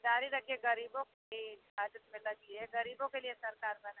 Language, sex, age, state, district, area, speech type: Hindi, female, 60+, Uttar Pradesh, Mau, rural, conversation